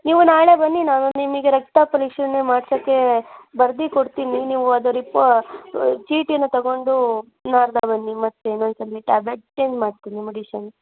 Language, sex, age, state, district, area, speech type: Kannada, female, 18-30, Karnataka, Davanagere, rural, conversation